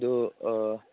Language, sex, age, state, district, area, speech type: Manipuri, male, 30-45, Manipur, Churachandpur, rural, conversation